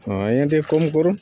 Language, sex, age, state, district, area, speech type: Odia, male, 30-45, Odisha, Subarnapur, urban, spontaneous